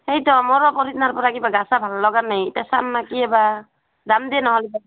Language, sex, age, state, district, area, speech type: Assamese, female, 30-45, Assam, Barpeta, rural, conversation